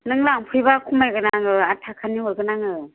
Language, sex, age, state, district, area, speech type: Bodo, female, 45-60, Assam, Chirang, rural, conversation